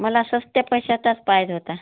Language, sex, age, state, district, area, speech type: Marathi, female, 45-60, Maharashtra, Washim, rural, conversation